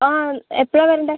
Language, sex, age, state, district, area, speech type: Malayalam, female, 18-30, Kerala, Wayanad, rural, conversation